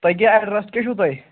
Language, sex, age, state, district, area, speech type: Kashmiri, male, 18-30, Jammu and Kashmir, Pulwama, urban, conversation